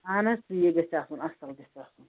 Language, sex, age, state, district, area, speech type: Kashmiri, female, 18-30, Jammu and Kashmir, Anantnag, rural, conversation